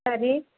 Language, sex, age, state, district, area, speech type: Kannada, female, 60+, Karnataka, Kolar, rural, conversation